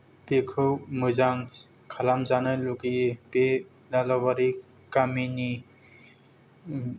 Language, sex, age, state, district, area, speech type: Bodo, male, 18-30, Assam, Kokrajhar, rural, spontaneous